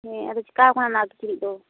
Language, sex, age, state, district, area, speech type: Santali, female, 18-30, West Bengal, Uttar Dinajpur, rural, conversation